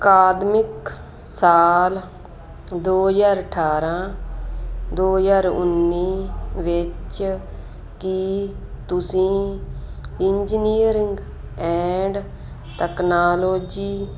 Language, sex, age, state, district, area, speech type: Punjabi, female, 45-60, Punjab, Fazilka, rural, read